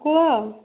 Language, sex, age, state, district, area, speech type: Odia, female, 60+, Odisha, Jharsuguda, rural, conversation